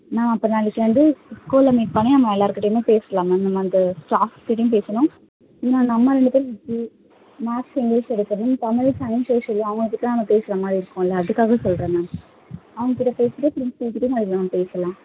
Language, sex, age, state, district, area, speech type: Tamil, female, 18-30, Tamil Nadu, Chennai, urban, conversation